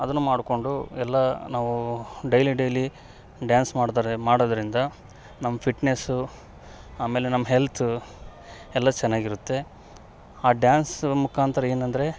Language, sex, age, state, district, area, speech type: Kannada, male, 30-45, Karnataka, Vijayanagara, rural, spontaneous